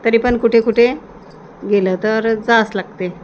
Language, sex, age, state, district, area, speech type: Marathi, female, 45-60, Maharashtra, Nagpur, rural, spontaneous